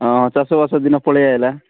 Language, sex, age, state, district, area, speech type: Odia, male, 30-45, Odisha, Nabarangpur, urban, conversation